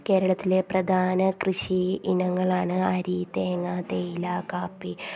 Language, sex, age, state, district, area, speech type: Malayalam, female, 30-45, Kerala, Kasaragod, rural, spontaneous